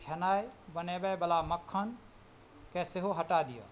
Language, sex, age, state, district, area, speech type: Maithili, male, 45-60, Bihar, Madhubani, rural, read